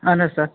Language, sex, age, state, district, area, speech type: Kashmiri, male, 30-45, Jammu and Kashmir, Kupwara, urban, conversation